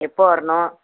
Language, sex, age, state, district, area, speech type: Tamil, female, 45-60, Tamil Nadu, Thoothukudi, urban, conversation